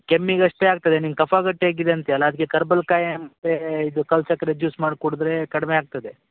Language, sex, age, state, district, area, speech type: Kannada, male, 18-30, Karnataka, Uttara Kannada, rural, conversation